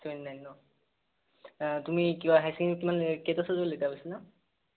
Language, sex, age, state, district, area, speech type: Assamese, male, 18-30, Assam, Sonitpur, rural, conversation